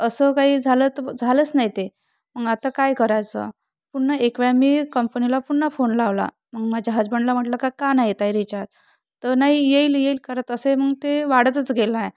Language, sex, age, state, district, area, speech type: Marathi, female, 30-45, Maharashtra, Thane, urban, spontaneous